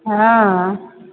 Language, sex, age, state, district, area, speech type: Maithili, female, 45-60, Bihar, Supaul, urban, conversation